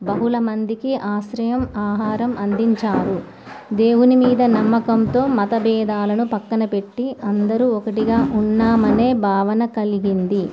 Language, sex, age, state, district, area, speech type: Telugu, female, 18-30, Telangana, Komaram Bheem, urban, spontaneous